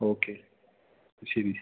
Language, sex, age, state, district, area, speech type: Malayalam, male, 18-30, Kerala, Idukki, rural, conversation